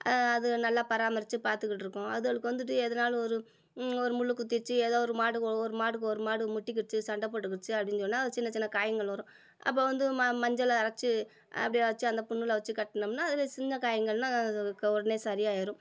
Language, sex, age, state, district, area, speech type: Tamil, female, 45-60, Tamil Nadu, Madurai, urban, spontaneous